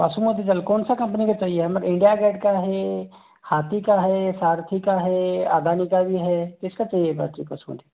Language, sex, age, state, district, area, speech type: Hindi, male, 18-30, Rajasthan, Jaipur, urban, conversation